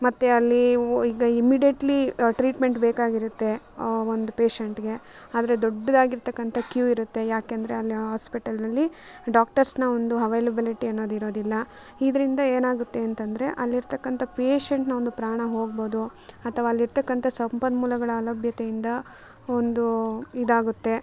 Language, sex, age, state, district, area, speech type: Kannada, female, 30-45, Karnataka, Kolar, rural, spontaneous